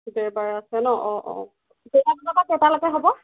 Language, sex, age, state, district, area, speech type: Assamese, female, 30-45, Assam, Golaghat, rural, conversation